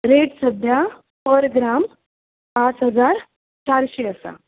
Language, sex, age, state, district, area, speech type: Goan Konkani, female, 30-45, Goa, Bardez, urban, conversation